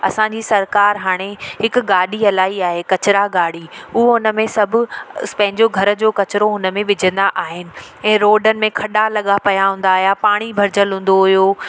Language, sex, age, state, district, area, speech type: Sindhi, female, 30-45, Madhya Pradesh, Katni, urban, spontaneous